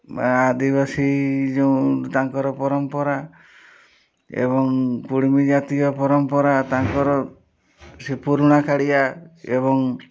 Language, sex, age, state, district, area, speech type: Odia, male, 60+, Odisha, Mayurbhanj, rural, spontaneous